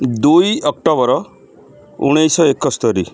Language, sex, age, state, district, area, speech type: Odia, male, 60+, Odisha, Kendrapara, urban, spontaneous